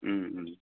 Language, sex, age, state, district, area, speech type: Bodo, male, 30-45, Assam, Kokrajhar, rural, conversation